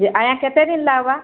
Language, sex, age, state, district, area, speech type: Odia, female, 45-60, Odisha, Balangir, urban, conversation